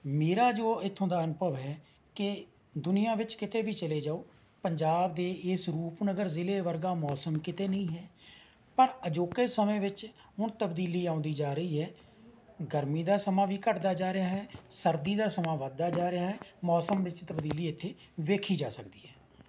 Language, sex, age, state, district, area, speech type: Punjabi, male, 45-60, Punjab, Rupnagar, rural, spontaneous